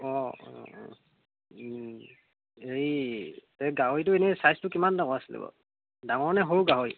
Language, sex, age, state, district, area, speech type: Assamese, male, 18-30, Assam, Golaghat, rural, conversation